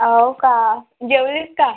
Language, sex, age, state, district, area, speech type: Marathi, female, 18-30, Maharashtra, Washim, urban, conversation